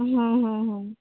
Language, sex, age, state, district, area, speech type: Bengali, female, 18-30, West Bengal, North 24 Parganas, urban, conversation